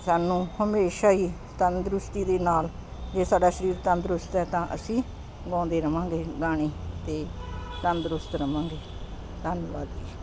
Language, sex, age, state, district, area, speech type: Punjabi, female, 60+, Punjab, Ludhiana, urban, spontaneous